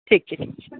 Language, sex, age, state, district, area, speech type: Maithili, male, 18-30, Bihar, Madhubani, rural, conversation